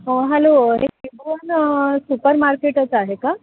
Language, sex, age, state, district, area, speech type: Marathi, female, 45-60, Maharashtra, Thane, rural, conversation